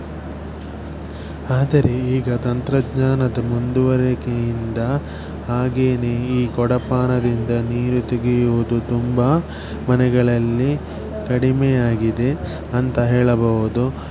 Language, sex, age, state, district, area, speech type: Kannada, male, 18-30, Karnataka, Shimoga, rural, spontaneous